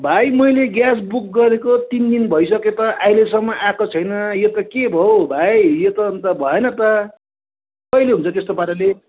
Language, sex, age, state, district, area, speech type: Nepali, male, 45-60, West Bengal, Darjeeling, rural, conversation